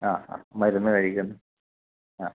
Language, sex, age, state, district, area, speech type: Malayalam, male, 30-45, Kerala, Kasaragod, urban, conversation